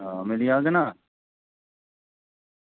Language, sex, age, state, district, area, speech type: Dogri, male, 30-45, Jammu and Kashmir, Kathua, rural, conversation